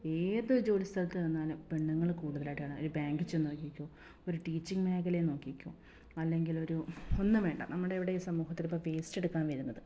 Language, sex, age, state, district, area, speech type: Malayalam, female, 30-45, Kerala, Malappuram, rural, spontaneous